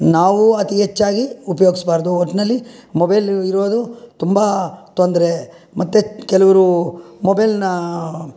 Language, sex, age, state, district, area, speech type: Kannada, male, 60+, Karnataka, Bangalore Urban, rural, spontaneous